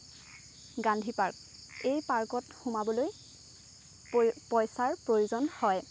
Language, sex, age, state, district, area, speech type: Assamese, female, 18-30, Assam, Lakhimpur, rural, spontaneous